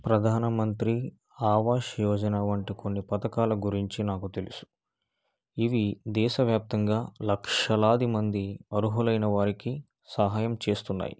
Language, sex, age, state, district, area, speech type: Telugu, male, 45-60, Andhra Pradesh, East Godavari, rural, spontaneous